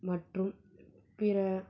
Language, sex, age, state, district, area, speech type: Tamil, female, 18-30, Tamil Nadu, Salem, rural, spontaneous